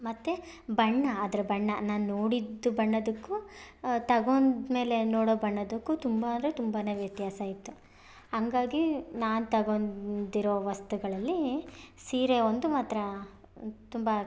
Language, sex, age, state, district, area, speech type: Kannada, female, 18-30, Karnataka, Chitradurga, rural, spontaneous